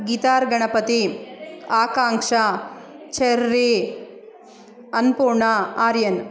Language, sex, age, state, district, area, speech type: Kannada, female, 30-45, Karnataka, Chikkamagaluru, rural, spontaneous